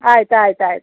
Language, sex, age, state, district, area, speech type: Kannada, female, 60+, Karnataka, Udupi, rural, conversation